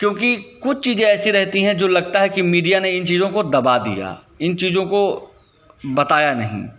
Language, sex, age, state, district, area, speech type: Hindi, male, 30-45, Uttar Pradesh, Hardoi, rural, spontaneous